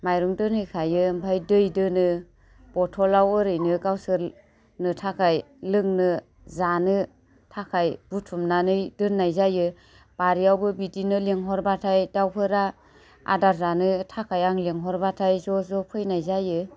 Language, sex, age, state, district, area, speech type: Bodo, female, 30-45, Assam, Baksa, rural, spontaneous